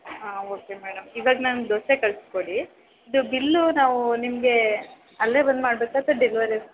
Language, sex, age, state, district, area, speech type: Kannada, female, 18-30, Karnataka, Chamarajanagar, rural, conversation